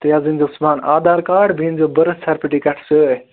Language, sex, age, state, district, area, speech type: Kashmiri, male, 18-30, Jammu and Kashmir, Baramulla, rural, conversation